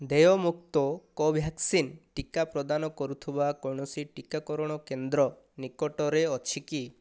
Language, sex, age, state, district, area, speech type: Odia, male, 30-45, Odisha, Kandhamal, rural, read